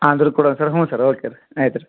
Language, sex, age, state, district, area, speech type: Kannada, male, 30-45, Karnataka, Gadag, rural, conversation